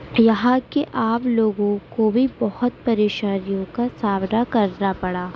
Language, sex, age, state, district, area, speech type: Urdu, female, 18-30, Uttar Pradesh, Gautam Buddha Nagar, urban, spontaneous